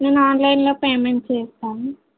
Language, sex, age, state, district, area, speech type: Telugu, female, 18-30, Telangana, Siddipet, urban, conversation